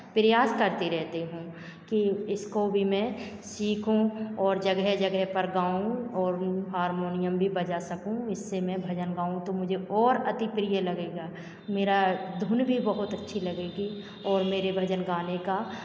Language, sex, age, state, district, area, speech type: Hindi, female, 45-60, Madhya Pradesh, Hoshangabad, urban, spontaneous